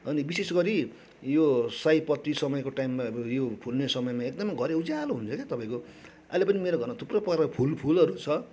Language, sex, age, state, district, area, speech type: Nepali, male, 45-60, West Bengal, Darjeeling, rural, spontaneous